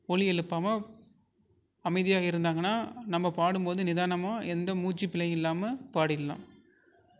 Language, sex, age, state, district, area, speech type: Tamil, male, 18-30, Tamil Nadu, Tiruvarur, urban, spontaneous